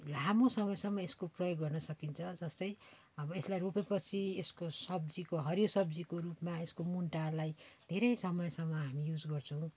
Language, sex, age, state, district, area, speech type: Nepali, female, 45-60, West Bengal, Darjeeling, rural, spontaneous